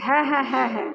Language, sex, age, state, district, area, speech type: Bengali, female, 30-45, West Bengal, South 24 Parganas, urban, spontaneous